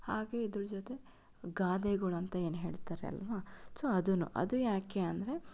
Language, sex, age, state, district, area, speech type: Kannada, female, 30-45, Karnataka, Chitradurga, urban, spontaneous